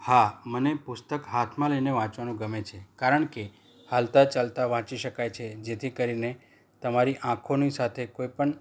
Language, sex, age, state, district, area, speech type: Gujarati, male, 45-60, Gujarat, Anand, urban, spontaneous